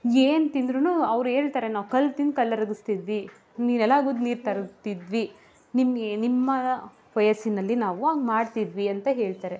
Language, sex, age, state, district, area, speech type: Kannada, female, 18-30, Karnataka, Mandya, rural, spontaneous